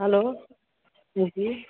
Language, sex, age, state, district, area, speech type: Dogri, female, 45-60, Jammu and Kashmir, Reasi, rural, conversation